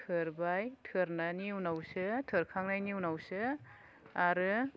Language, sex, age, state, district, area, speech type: Bodo, female, 30-45, Assam, Chirang, rural, spontaneous